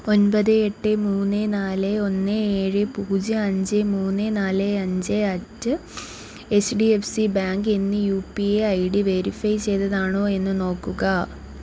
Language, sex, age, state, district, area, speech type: Malayalam, female, 18-30, Kerala, Kollam, rural, read